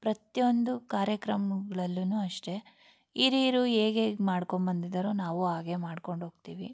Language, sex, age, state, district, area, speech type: Kannada, female, 18-30, Karnataka, Chikkaballapur, rural, spontaneous